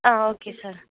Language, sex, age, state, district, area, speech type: Tamil, female, 18-30, Tamil Nadu, Perambalur, rural, conversation